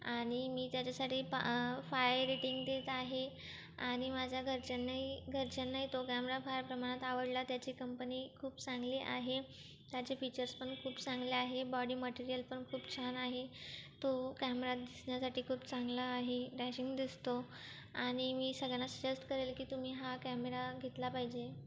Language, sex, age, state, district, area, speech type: Marathi, female, 18-30, Maharashtra, Buldhana, rural, spontaneous